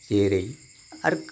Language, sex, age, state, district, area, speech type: Bodo, male, 60+, Assam, Kokrajhar, urban, spontaneous